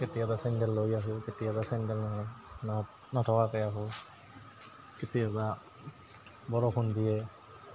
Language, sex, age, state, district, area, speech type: Assamese, male, 30-45, Assam, Goalpara, urban, spontaneous